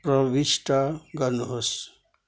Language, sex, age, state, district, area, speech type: Nepali, male, 60+, West Bengal, Kalimpong, rural, read